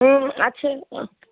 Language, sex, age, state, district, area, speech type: Bengali, female, 60+, West Bengal, Paschim Bardhaman, urban, conversation